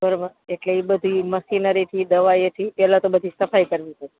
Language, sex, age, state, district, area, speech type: Gujarati, female, 45-60, Gujarat, Morbi, urban, conversation